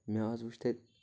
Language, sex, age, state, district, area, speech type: Kashmiri, male, 18-30, Jammu and Kashmir, Kulgam, rural, spontaneous